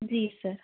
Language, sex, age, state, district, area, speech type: Sindhi, female, 18-30, Gujarat, Kutch, rural, conversation